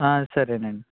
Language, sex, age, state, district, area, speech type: Telugu, male, 18-30, Andhra Pradesh, Konaseema, rural, conversation